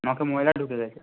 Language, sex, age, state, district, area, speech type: Bengali, male, 30-45, West Bengal, Purba Medinipur, rural, conversation